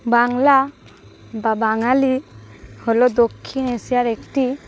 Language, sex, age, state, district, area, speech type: Bengali, female, 18-30, West Bengal, Cooch Behar, urban, spontaneous